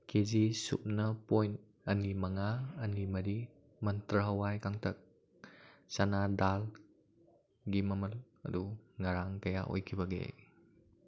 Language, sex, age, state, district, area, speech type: Manipuri, male, 18-30, Manipur, Kakching, rural, read